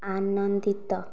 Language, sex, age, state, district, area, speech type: Odia, female, 45-60, Odisha, Nayagarh, rural, read